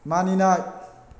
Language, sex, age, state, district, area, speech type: Bodo, male, 30-45, Assam, Chirang, urban, read